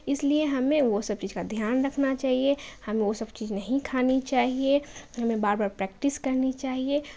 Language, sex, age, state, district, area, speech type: Urdu, female, 18-30, Bihar, Khagaria, urban, spontaneous